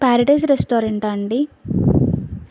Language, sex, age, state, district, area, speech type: Telugu, female, 18-30, Andhra Pradesh, Visakhapatnam, rural, spontaneous